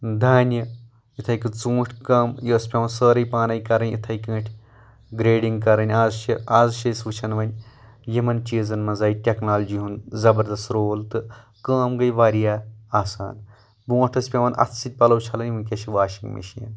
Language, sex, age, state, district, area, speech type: Kashmiri, male, 18-30, Jammu and Kashmir, Anantnag, urban, spontaneous